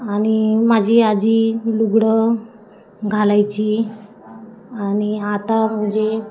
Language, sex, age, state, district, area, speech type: Marathi, female, 45-60, Maharashtra, Wardha, rural, spontaneous